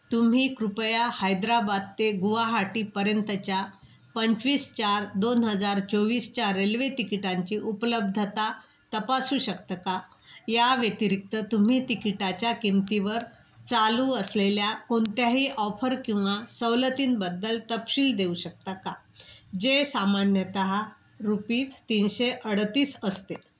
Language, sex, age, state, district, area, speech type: Marathi, female, 60+, Maharashtra, Wardha, urban, read